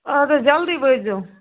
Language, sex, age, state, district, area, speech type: Kashmiri, female, 30-45, Jammu and Kashmir, Baramulla, rural, conversation